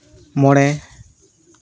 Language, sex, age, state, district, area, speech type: Santali, male, 18-30, West Bengal, Uttar Dinajpur, rural, read